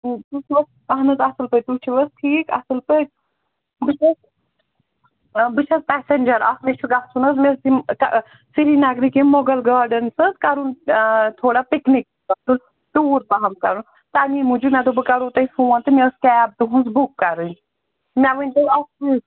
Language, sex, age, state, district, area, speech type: Kashmiri, female, 60+, Jammu and Kashmir, Srinagar, urban, conversation